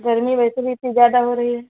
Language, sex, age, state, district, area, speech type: Urdu, female, 30-45, Delhi, New Delhi, urban, conversation